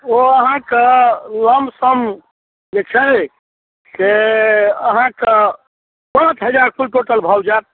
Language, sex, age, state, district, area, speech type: Maithili, male, 60+, Bihar, Darbhanga, rural, conversation